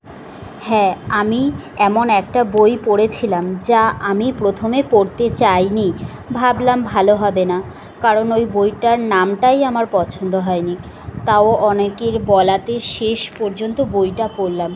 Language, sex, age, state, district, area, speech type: Bengali, female, 30-45, West Bengal, Kolkata, urban, spontaneous